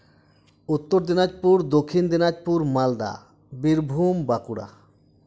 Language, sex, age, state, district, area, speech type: Santali, male, 30-45, West Bengal, Dakshin Dinajpur, rural, spontaneous